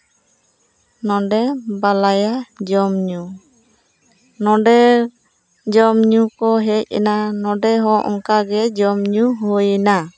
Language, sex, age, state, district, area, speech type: Santali, female, 30-45, West Bengal, Jhargram, rural, spontaneous